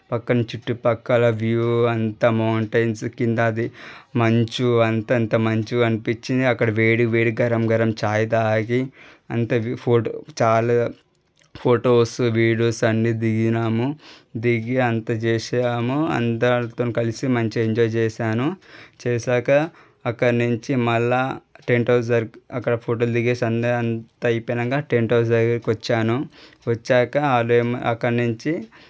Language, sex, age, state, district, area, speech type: Telugu, male, 18-30, Telangana, Medchal, urban, spontaneous